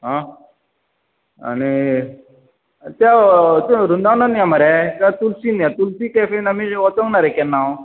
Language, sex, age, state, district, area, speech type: Goan Konkani, male, 45-60, Goa, Bardez, urban, conversation